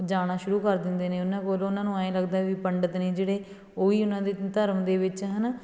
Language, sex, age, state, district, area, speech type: Punjabi, female, 30-45, Punjab, Fatehgarh Sahib, urban, spontaneous